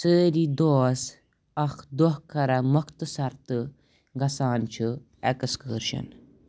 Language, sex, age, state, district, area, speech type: Kashmiri, male, 18-30, Jammu and Kashmir, Kupwara, rural, spontaneous